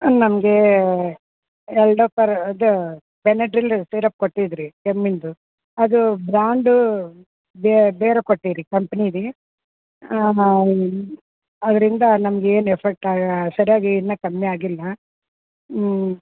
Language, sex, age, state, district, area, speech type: Kannada, female, 45-60, Karnataka, Bellary, urban, conversation